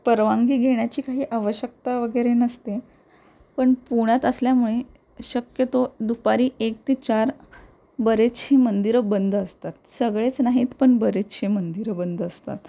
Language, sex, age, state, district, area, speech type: Marathi, female, 18-30, Maharashtra, Pune, urban, spontaneous